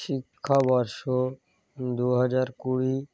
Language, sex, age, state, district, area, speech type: Bengali, male, 18-30, West Bengal, Birbhum, urban, read